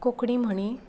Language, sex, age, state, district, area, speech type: Goan Konkani, female, 30-45, Goa, Canacona, rural, spontaneous